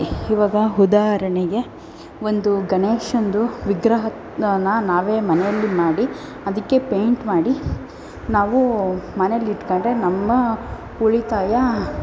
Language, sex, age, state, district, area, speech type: Kannada, female, 18-30, Karnataka, Tumkur, urban, spontaneous